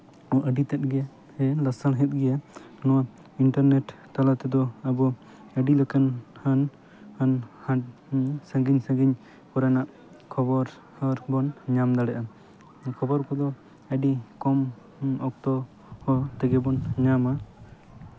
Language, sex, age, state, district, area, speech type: Santali, male, 18-30, West Bengal, Jhargram, rural, spontaneous